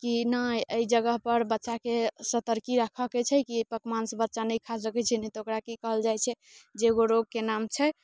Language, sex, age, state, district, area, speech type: Maithili, female, 18-30, Bihar, Muzaffarpur, urban, spontaneous